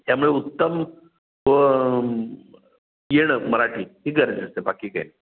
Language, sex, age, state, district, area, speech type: Marathi, male, 45-60, Maharashtra, Pune, urban, conversation